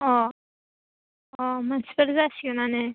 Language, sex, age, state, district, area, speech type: Bodo, female, 18-30, Assam, Baksa, rural, conversation